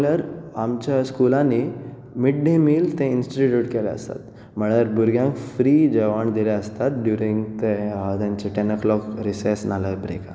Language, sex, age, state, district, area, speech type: Goan Konkani, male, 18-30, Goa, Bardez, urban, spontaneous